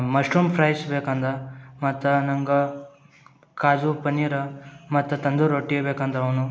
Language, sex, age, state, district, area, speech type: Kannada, male, 18-30, Karnataka, Gulbarga, urban, spontaneous